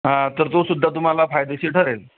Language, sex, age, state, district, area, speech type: Marathi, male, 45-60, Maharashtra, Jalna, urban, conversation